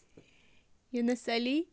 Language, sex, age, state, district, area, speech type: Kashmiri, female, 30-45, Jammu and Kashmir, Budgam, rural, spontaneous